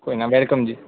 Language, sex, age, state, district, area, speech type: Punjabi, male, 18-30, Punjab, Ludhiana, urban, conversation